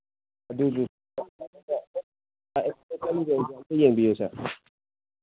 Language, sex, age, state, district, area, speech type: Manipuri, male, 45-60, Manipur, Imphal East, rural, conversation